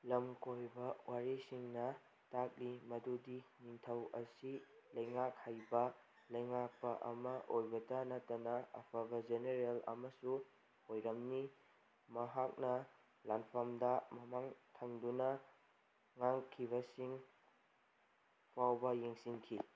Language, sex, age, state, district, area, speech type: Manipuri, male, 18-30, Manipur, Kangpokpi, urban, read